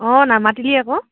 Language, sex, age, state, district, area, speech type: Assamese, female, 18-30, Assam, Dhemaji, rural, conversation